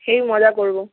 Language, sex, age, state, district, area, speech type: Bengali, female, 30-45, West Bengal, Nadia, urban, conversation